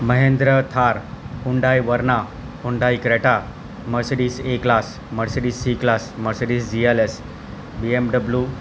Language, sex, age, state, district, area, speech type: Gujarati, male, 30-45, Gujarat, Valsad, rural, spontaneous